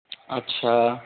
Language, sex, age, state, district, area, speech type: Hindi, male, 30-45, Uttar Pradesh, Hardoi, rural, conversation